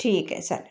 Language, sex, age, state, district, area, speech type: Marathi, female, 30-45, Maharashtra, Amravati, urban, spontaneous